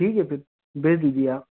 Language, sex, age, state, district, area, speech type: Hindi, male, 18-30, Madhya Pradesh, Ujjain, rural, conversation